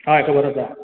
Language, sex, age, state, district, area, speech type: Goan Konkani, male, 30-45, Goa, Ponda, rural, conversation